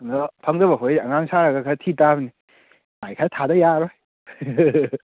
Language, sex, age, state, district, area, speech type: Manipuri, male, 30-45, Manipur, Kakching, rural, conversation